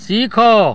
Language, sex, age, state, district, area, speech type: Odia, male, 60+, Odisha, Balangir, urban, read